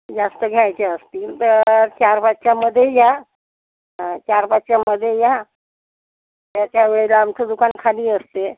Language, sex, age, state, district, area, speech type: Marathi, female, 60+, Maharashtra, Nagpur, urban, conversation